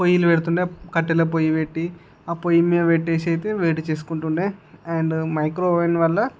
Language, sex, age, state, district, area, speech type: Telugu, male, 60+, Andhra Pradesh, Visakhapatnam, urban, spontaneous